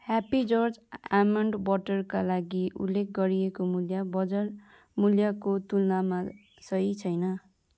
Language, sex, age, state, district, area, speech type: Nepali, female, 18-30, West Bengal, Darjeeling, rural, read